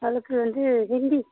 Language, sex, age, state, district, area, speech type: Tamil, female, 30-45, Tamil Nadu, Thoothukudi, rural, conversation